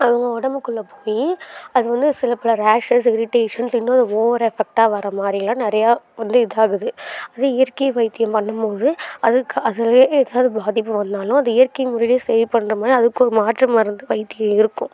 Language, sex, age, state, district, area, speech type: Tamil, female, 18-30, Tamil Nadu, Karur, rural, spontaneous